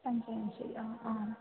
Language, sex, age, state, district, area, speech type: Sanskrit, female, 18-30, Kerala, Thrissur, urban, conversation